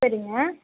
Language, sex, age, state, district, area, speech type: Tamil, female, 30-45, Tamil Nadu, Dharmapuri, rural, conversation